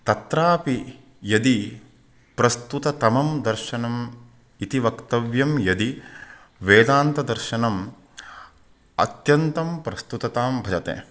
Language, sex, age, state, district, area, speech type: Sanskrit, male, 30-45, Karnataka, Uttara Kannada, rural, spontaneous